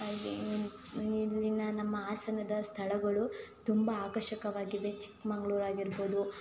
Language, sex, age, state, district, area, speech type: Kannada, female, 18-30, Karnataka, Hassan, rural, spontaneous